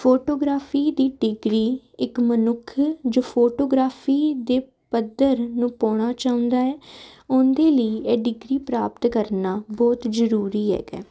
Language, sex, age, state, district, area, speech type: Punjabi, female, 18-30, Punjab, Jalandhar, urban, spontaneous